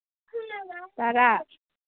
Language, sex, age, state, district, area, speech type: Manipuri, female, 30-45, Manipur, Imphal East, rural, conversation